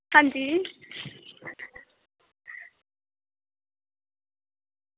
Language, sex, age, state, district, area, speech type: Dogri, female, 18-30, Jammu and Kashmir, Kathua, rural, conversation